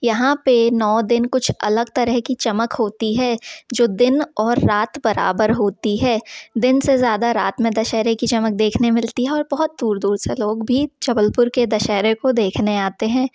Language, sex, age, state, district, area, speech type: Hindi, female, 30-45, Madhya Pradesh, Jabalpur, urban, spontaneous